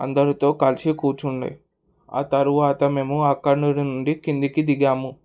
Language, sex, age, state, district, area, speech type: Telugu, male, 18-30, Telangana, Hyderabad, urban, spontaneous